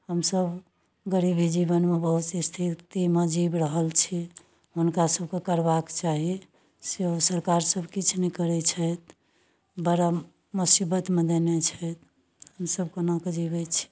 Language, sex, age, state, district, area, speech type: Maithili, female, 60+, Bihar, Darbhanga, urban, spontaneous